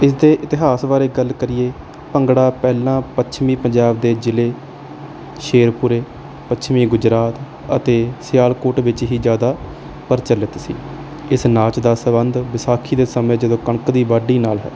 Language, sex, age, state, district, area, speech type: Punjabi, male, 18-30, Punjab, Barnala, rural, spontaneous